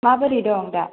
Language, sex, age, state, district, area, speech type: Bodo, female, 18-30, Assam, Baksa, rural, conversation